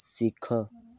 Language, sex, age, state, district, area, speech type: Odia, male, 18-30, Odisha, Malkangiri, urban, read